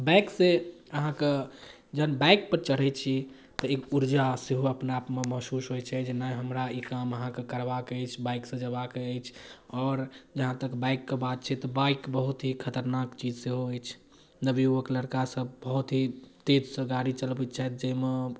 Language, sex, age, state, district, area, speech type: Maithili, male, 18-30, Bihar, Darbhanga, rural, spontaneous